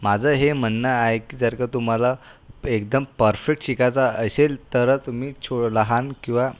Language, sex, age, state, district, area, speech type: Marathi, male, 30-45, Maharashtra, Buldhana, urban, spontaneous